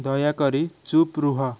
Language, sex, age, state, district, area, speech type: Odia, male, 18-30, Odisha, Nayagarh, rural, read